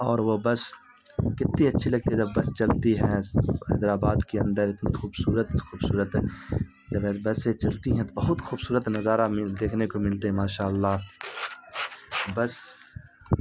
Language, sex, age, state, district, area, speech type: Urdu, male, 30-45, Bihar, Supaul, rural, spontaneous